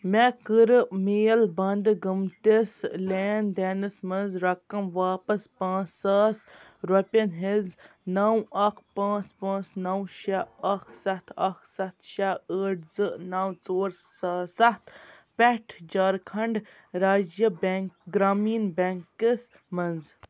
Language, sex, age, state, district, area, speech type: Kashmiri, female, 30-45, Jammu and Kashmir, Baramulla, rural, read